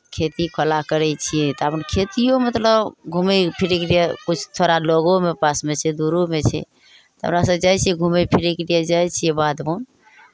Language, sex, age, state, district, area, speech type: Maithili, female, 60+, Bihar, Araria, rural, spontaneous